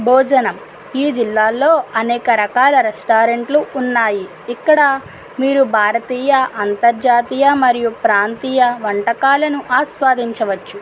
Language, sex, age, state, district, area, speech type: Telugu, female, 30-45, Andhra Pradesh, East Godavari, rural, spontaneous